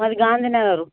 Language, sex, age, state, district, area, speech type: Telugu, female, 45-60, Telangana, Karimnagar, urban, conversation